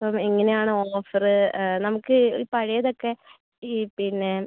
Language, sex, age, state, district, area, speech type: Malayalam, male, 30-45, Kerala, Wayanad, rural, conversation